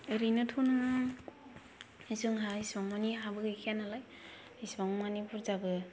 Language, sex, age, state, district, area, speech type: Bodo, female, 18-30, Assam, Kokrajhar, rural, spontaneous